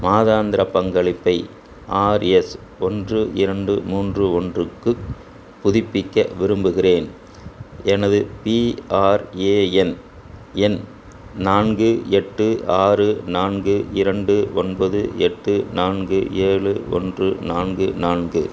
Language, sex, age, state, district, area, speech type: Tamil, male, 60+, Tamil Nadu, Madurai, rural, read